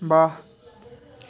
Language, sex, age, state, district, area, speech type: Dogri, male, 18-30, Jammu and Kashmir, Udhampur, rural, read